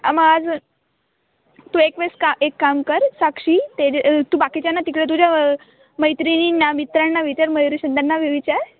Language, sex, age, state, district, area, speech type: Marathi, female, 18-30, Maharashtra, Nashik, urban, conversation